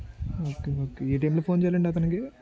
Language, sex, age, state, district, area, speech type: Telugu, male, 18-30, Andhra Pradesh, Anakapalli, rural, spontaneous